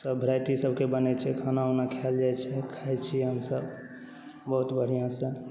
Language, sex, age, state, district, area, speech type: Maithili, male, 18-30, Bihar, Saharsa, rural, spontaneous